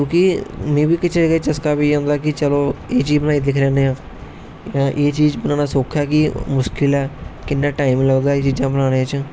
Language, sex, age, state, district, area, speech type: Dogri, male, 30-45, Jammu and Kashmir, Jammu, rural, spontaneous